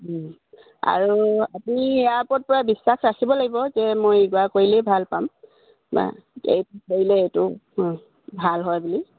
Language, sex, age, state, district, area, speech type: Assamese, female, 45-60, Assam, Dibrugarh, rural, conversation